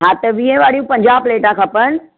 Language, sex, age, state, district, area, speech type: Sindhi, female, 60+, Maharashtra, Mumbai Suburban, urban, conversation